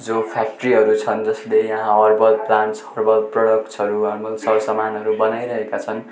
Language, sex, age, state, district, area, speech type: Nepali, male, 18-30, West Bengal, Darjeeling, rural, spontaneous